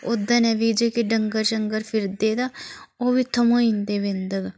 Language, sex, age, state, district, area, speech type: Dogri, female, 30-45, Jammu and Kashmir, Udhampur, rural, spontaneous